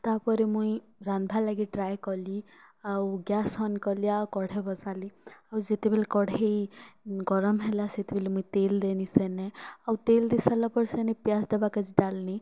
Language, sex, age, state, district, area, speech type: Odia, female, 18-30, Odisha, Kalahandi, rural, spontaneous